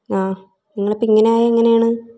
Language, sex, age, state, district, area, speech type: Malayalam, female, 18-30, Kerala, Thiruvananthapuram, rural, spontaneous